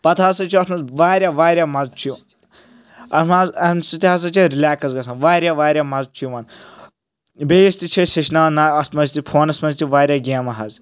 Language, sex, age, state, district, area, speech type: Kashmiri, male, 18-30, Jammu and Kashmir, Anantnag, rural, spontaneous